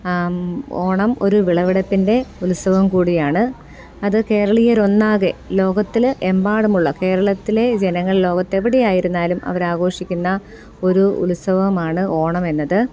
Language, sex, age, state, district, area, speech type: Malayalam, female, 30-45, Kerala, Thiruvananthapuram, urban, spontaneous